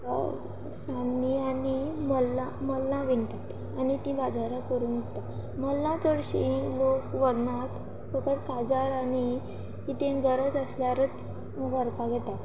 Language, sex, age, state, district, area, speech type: Goan Konkani, female, 18-30, Goa, Quepem, rural, spontaneous